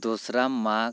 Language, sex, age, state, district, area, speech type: Santali, male, 30-45, West Bengal, Bankura, rural, spontaneous